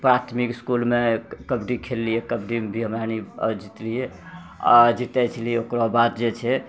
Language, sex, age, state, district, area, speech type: Maithili, male, 60+, Bihar, Purnia, urban, spontaneous